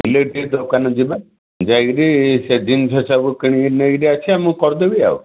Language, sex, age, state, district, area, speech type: Odia, male, 60+, Odisha, Gajapati, rural, conversation